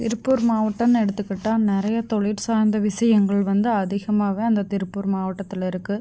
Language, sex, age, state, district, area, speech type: Tamil, female, 30-45, Tamil Nadu, Tiruppur, rural, spontaneous